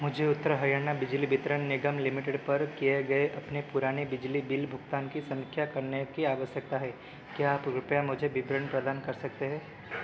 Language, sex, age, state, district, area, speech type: Hindi, male, 18-30, Madhya Pradesh, Seoni, urban, read